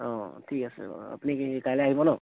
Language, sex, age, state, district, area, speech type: Assamese, male, 18-30, Assam, Tinsukia, rural, conversation